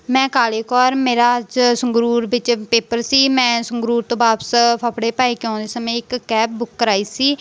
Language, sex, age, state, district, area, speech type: Punjabi, female, 18-30, Punjab, Mansa, rural, spontaneous